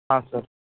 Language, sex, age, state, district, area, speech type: Marathi, male, 30-45, Maharashtra, Gadchiroli, rural, conversation